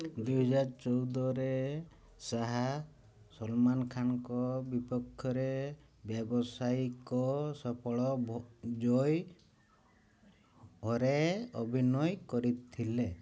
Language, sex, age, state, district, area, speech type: Odia, male, 30-45, Odisha, Mayurbhanj, rural, read